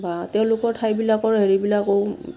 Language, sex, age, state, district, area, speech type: Assamese, female, 45-60, Assam, Udalguri, rural, spontaneous